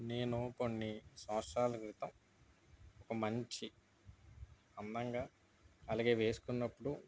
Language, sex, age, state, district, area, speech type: Telugu, male, 60+, Andhra Pradesh, East Godavari, urban, spontaneous